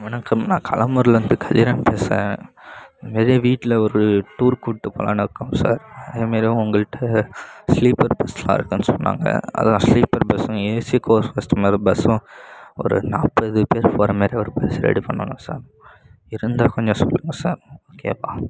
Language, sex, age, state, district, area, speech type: Tamil, male, 18-30, Tamil Nadu, Kallakurichi, rural, spontaneous